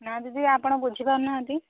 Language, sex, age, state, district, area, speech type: Odia, female, 30-45, Odisha, Kendujhar, urban, conversation